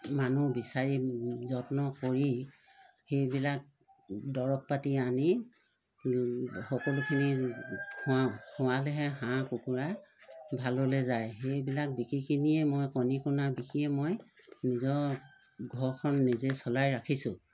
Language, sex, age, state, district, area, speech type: Assamese, female, 60+, Assam, Charaideo, rural, spontaneous